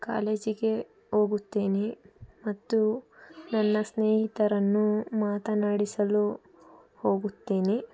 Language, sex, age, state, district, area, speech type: Kannada, female, 18-30, Karnataka, Tumkur, urban, spontaneous